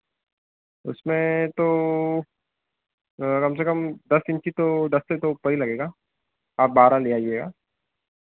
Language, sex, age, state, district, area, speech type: Hindi, male, 30-45, Madhya Pradesh, Harda, urban, conversation